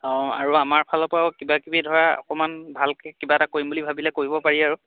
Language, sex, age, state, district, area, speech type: Assamese, male, 30-45, Assam, Dhemaji, urban, conversation